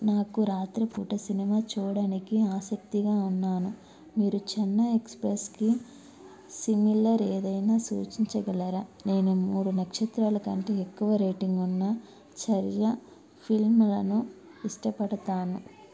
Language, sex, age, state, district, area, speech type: Telugu, female, 30-45, Andhra Pradesh, Nellore, urban, read